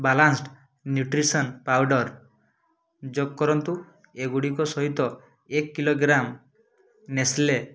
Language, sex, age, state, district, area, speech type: Odia, male, 30-45, Odisha, Mayurbhanj, rural, read